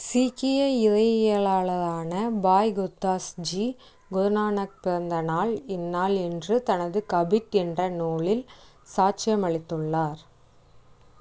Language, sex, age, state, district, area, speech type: Tamil, female, 45-60, Tamil Nadu, Tiruvarur, rural, read